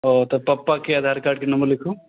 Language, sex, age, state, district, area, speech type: Maithili, male, 18-30, Bihar, Sitamarhi, rural, conversation